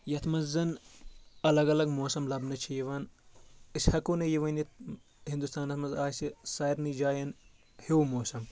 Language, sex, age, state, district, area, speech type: Kashmiri, male, 18-30, Jammu and Kashmir, Kulgam, rural, spontaneous